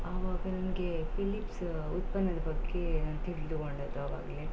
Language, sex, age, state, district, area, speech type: Kannada, female, 18-30, Karnataka, Shimoga, rural, spontaneous